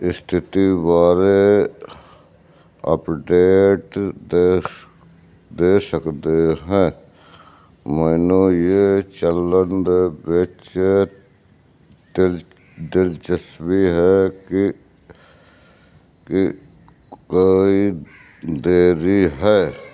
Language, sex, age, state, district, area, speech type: Punjabi, male, 60+, Punjab, Fazilka, rural, read